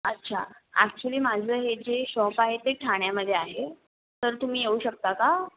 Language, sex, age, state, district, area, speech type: Marathi, female, 18-30, Maharashtra, Mumbai Suburban, urban, conversation